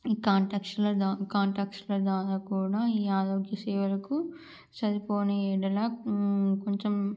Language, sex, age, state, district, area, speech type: Telugu, female, 18-30, Andhra Pradesh, Srikakulam, urban, spontaneous